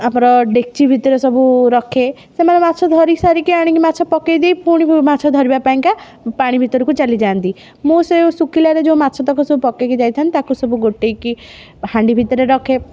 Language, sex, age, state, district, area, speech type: Odia, female, 30-45, Odisha, Puri, urban, spontaneous